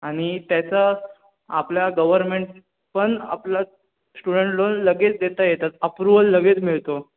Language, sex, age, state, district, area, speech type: Marathi, male, 18-30, Maharashtra, Ratnagiri, urban, conversation